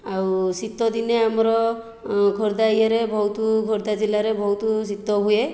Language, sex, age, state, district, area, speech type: Odia, female, 60+, Odisha, Khordha, rural, spontaneous